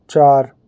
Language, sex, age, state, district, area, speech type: Punjabi, male, 30-45, Punjab, Mohali, urban, read